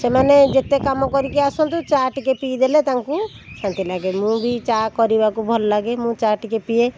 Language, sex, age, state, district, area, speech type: Odia, female, 45-60, Odisha, Puri, urban, spontaneous